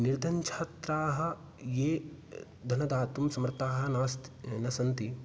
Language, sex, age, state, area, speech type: Sanskrit, male, 18-30, Rajasthan, rural, spontaneous